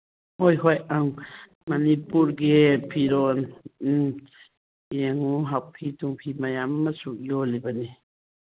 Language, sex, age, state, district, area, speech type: Manipuri, female, 60+, Manipur, Churachandpur, urban, conversation